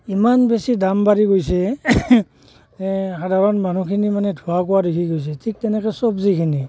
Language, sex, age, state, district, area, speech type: Assamese, male, 45-60, Assam, Barpeta, rural, spontaneous